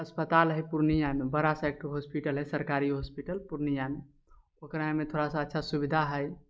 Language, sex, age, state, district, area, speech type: Maithili, male, 18-30, Bihar, Purnia, rural, spontaneous